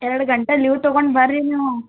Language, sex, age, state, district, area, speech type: Kannada, female, 18-30, Karnataka, Gulbarga, urban, conversation